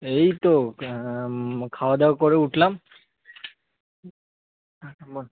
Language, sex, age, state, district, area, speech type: Bengali, male, 18-30, West Bengal, Kolkata, urban, conversation